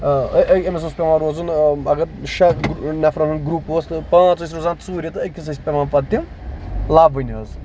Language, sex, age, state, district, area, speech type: Kashmiri, male, 18-30, Jammu and Kashmir, Budgam, rural, spontaneous